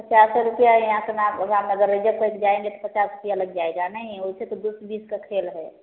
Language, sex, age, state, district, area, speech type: Hindi, female, 30-45, Uttar Pradesh, Prayagraj, rural, conversation